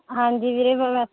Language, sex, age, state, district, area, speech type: Punjabi, female, 30-45, Punjab, Muktsar, urban, conversation